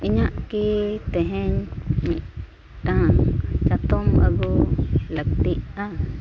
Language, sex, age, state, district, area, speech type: Santali, female, 45-60, Jharkhand, East Singhbhum, rural, read